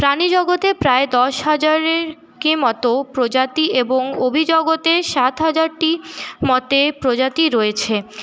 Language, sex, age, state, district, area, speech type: Bengali, female, 30-45, West Bengal, Paschim Bardhaman, urban, spontaneous